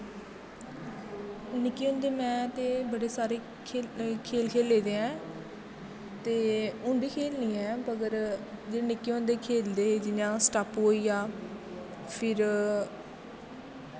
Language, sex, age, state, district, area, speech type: Dogri, female, 18-30, Jammu and Kashmir, Kathua, rural, spontaneous